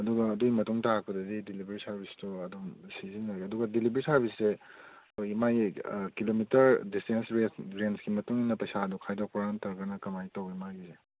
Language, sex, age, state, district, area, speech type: Manipuri, male, 30-45, Manipur, Kangpokpi, urban, conversation